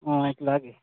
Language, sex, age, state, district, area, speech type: Santali, male, 30-45, West Bengal, Purba Bardhaman, rural, conversation